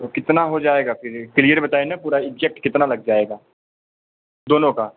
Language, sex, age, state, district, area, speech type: Hindi, male, 18-30, Uttar Pradesh, Pratapgarh, urban, conversation